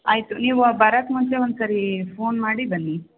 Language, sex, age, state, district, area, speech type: Kannada, female, 45-60, Karnataka, Shimoga, urban, conversation